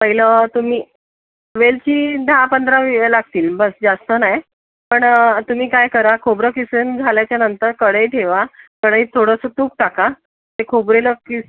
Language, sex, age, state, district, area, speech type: Marathi, female, 45-60, Maharashtra, Mumbai Suburban, urban, conversation